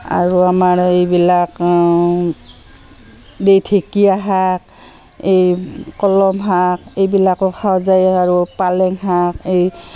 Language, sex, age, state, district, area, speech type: Assamese, female, 45-60, Assam, Barpeta, rural, spontaneous